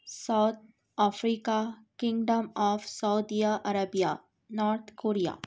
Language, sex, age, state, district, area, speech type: Urdu, female, 18-30, Telangana, Hyderabad, urban, spontaneous